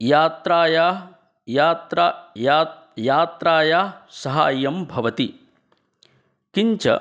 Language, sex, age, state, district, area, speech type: Sanskrit, male, 18-30, Bihar, Gaya, urban, spontaneous